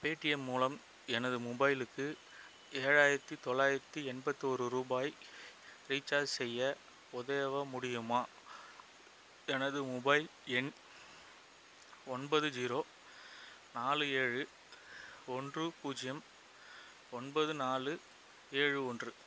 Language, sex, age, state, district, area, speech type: Tamil, male, 30-45, Tamil Nadu, Chengalpattu, rural, read